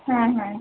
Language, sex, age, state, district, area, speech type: Bengali, female, 30-45, West Bengal, Birbhum, urban, conversation